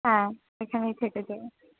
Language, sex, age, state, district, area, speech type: Bengali, female, 60+, West Bengal, Purulia, rural, conversation